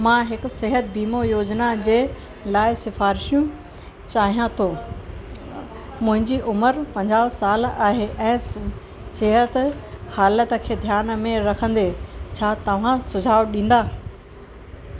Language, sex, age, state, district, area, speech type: Sindhi, female, 45-60, Uttar Pradesh, Lucknow, urban, read